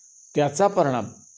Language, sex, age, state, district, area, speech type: Marathi, male, 60+, Maharashtra, Kolhapur, urban, spontaneous